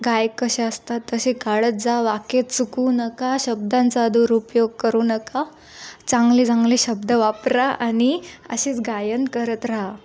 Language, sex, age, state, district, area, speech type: Marathi, female, 18-30, Maharashtra, Nanded, rural, spontaneous